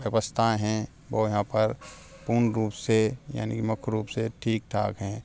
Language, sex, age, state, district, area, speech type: Hindi, male, 18-30, Rajasthan, Karauli, rural, spontaneous